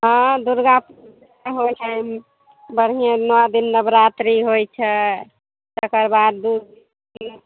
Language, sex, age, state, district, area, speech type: Maithili, female, 30-45, Bihar, Begusarai, rural, conversation